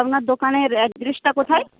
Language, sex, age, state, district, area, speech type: Bengali, female, 30-45, West Bengal, Nadia, rural, conversation